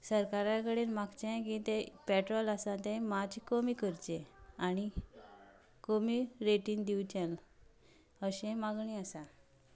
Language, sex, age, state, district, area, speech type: Goan Konkani, female, 18-30, Goa, Canacona, rural, spontaneous